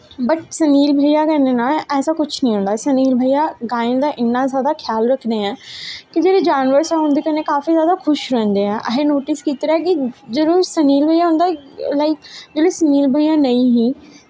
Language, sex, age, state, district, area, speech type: Dogri, female, 18-30, Jammu and Kashmir, Jammu, rural, spontaneous